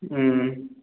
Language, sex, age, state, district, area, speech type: Tamil, male, 18-30, Tamil Nadu, Namakkal, rural, conversation